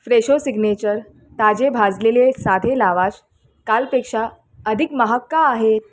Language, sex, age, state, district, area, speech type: Marathi, female, 30-45, Maharashtra, Mumbai Suburban, urban, read